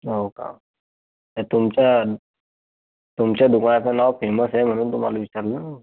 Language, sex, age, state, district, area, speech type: Marathi, male, 18-30, Maharashtra, Buldhana, rural, conversation